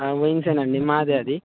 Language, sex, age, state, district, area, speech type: Telugu, male, 18-30, Telangana, Khammam, rural, conversation